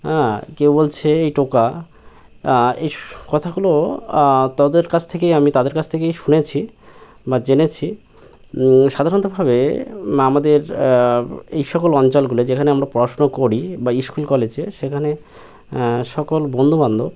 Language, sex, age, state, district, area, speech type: Bengali, male, 18-30, West Bengal, Birbhum, urban, spontaneous